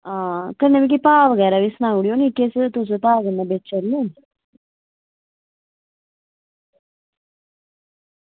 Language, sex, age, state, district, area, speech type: Dogri, female, 30-45, Jammu and Kashmir, Udhampur, rural, conversation